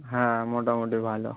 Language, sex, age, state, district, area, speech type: Bengali, male, 18-30, West Bengal, Howrah, urban, conversation